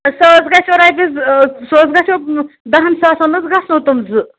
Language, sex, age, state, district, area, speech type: Kashmiri, female, 18-30, Jammu and Kashmir, Ganderbal, rural, conversation